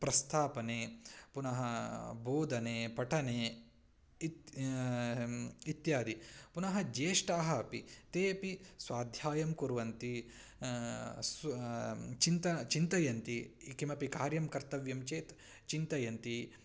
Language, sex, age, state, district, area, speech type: Sanskrit, male, 18-30, Karnataka, Uttara Kannada, rural, spontaneous